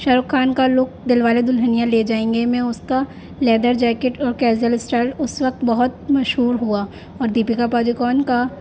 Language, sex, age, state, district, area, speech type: Urdu, female, 18-30, Delhi, North East Delhi, urban, spontaneous